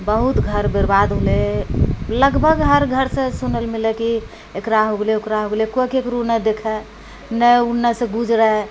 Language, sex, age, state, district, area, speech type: Maithili, female, 45-60, Bihar, Purnia, urban, spontaneous